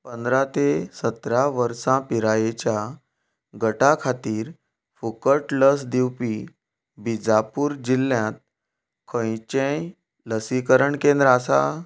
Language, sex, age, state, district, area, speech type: Goan Konkani, male, 30-45, Goa, Canacona, rural, read